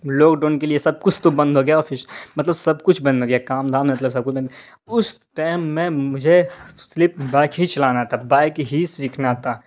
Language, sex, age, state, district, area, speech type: Urdu, male, 30-45, Bihar, Darbhanga, rural, spontaneous